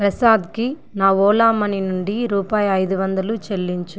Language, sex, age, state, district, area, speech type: Telugu, female, 45-60, Andhra Pradesh, Sri Balaji, urban, read